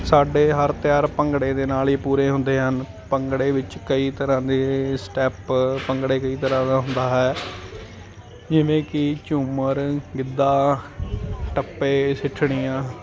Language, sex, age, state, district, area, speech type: Punjabi, male, 18-30, Punjab, Ludhiana, urban, spontaneous